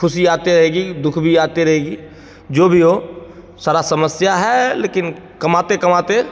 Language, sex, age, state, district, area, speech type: Hindi, male, 30-45, Bihar, Begusarai, rural, spontaneous